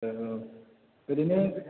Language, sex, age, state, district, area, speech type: Bodo, male, 18-30, Assam, Chirang, rural, conversation